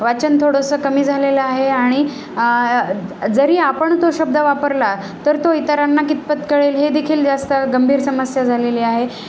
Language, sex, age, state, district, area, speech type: Marathi, female, 30-45, Maharashtra, Nanded, urban, spontaneous